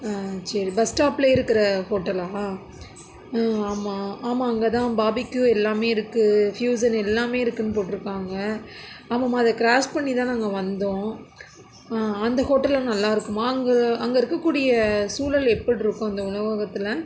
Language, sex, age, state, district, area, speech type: Tamil, female, 30-45, Tamil Nadu, Tiruvarur, rural, spontaneous